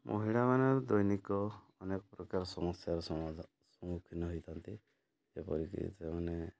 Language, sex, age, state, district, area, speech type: Odia, male, 60+, Odisha, Mayurbhanj, rural, spontaneous